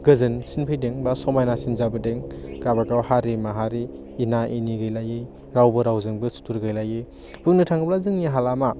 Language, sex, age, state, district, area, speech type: Bodo, male, 18-30, Assam, Baksa, rural, spontaneous